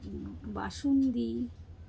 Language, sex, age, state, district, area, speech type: Bengali, female, 45-60, West Bengal, Alipurduar, rural, spontaneous